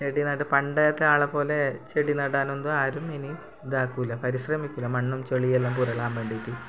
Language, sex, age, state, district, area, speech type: Malayalam, female, 45-60, Kerala, Kasaragod, rural, spontaneous